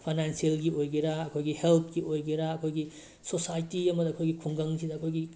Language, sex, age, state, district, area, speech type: Manipuri, male, 18-30, Manipur, Bishnupur, rural, spontaneous